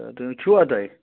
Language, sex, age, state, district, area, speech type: Kashmiri, male, 30-45, Jammu and Kashmir, Budgam, rural, conversation